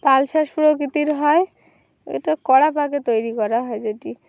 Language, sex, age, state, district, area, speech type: Bengali, female, 18-30, West Bengal, Birbhum, urban, spontaneous